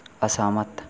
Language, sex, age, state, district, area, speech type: Hindi, male, 30-45, Uttar Pradesh, Mau, rural, read